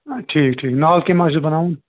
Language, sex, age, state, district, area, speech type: Kashmiri, male, 45-60, Jammu and Kashmir, Kupwara, urban, conversation